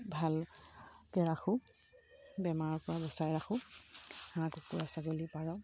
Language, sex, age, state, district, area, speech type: Assamese, female, 30-45, Assam, Sivasagar, rural, spontaneous